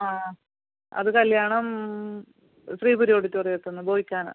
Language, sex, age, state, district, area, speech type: Malayalam, female, 30-45, Kerala, Kasaragod, rural, conversation